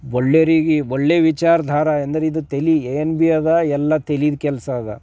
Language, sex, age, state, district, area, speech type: Kannada, male, 45-60, Karnataka, Bidar, urban, spontaneous